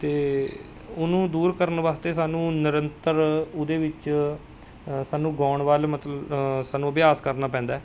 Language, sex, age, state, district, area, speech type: Punjabi, male, 30-45, Punjab, Mohali, urban, spontaneous